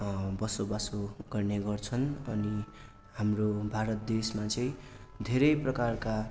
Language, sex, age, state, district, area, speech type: Nepali, male, 18-30, West Bengal, Darjeeling, rural, spontaneous